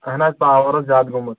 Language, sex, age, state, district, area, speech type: Kashmiri, male, 18-30, Jammu and Kashmir, Pulwama, urban, conversation